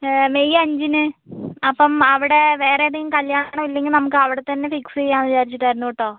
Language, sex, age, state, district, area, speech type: Malayalam, female, 45-60, Kerala, Wayanad, rural, conversation